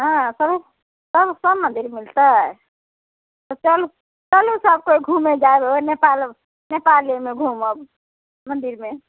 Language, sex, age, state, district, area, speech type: Maithili, female, 45-60, Bihar, Muzaffarpur, rural, conversation